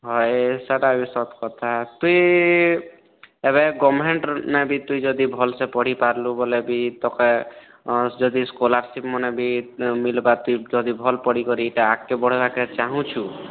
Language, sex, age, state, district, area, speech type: Odia, male, 30-45, Odisha, Kalahandi, rural, conversation